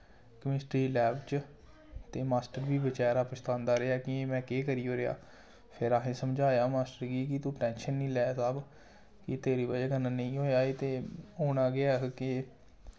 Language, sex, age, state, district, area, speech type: Dogri, male, 18-30, Jammu and Kashmir, Samba, rural, spontaneous